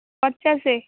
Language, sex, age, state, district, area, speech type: Odia, female, 18-30, Odisha, Bhadrak, rural, conversation